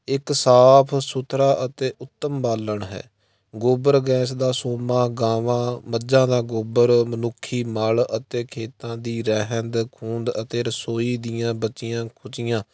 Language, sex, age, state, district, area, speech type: Punjabi, male, 18-30, Punjab, Fatehgarh Sahib, rural, spontaneous